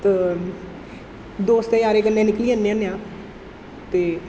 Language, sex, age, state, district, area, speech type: Dogri, male, 18-30, Jammu and Kashmir, Jammu, urban, spontaneous